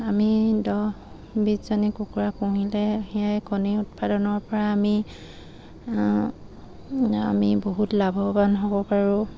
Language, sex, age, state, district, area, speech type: Assamese, female, 45-60, Assam, Dibrugarh, rural, spontaneous